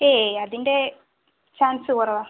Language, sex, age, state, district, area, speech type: Malayalam, female, 18-30, Kerala, Wayanad, rural, conversation